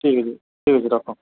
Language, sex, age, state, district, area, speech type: Odia, male, 45-60, Odisha, Nuapada, urban, conversation